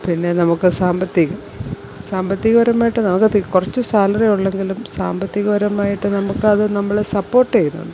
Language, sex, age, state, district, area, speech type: Malayalam, female, 45-60, Kerala, Alappuzha, rural, spontaneous